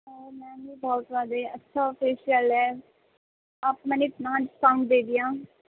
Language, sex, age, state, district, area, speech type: Urdu, female, 18-30, Delhi, Central Delhi, urban, conversation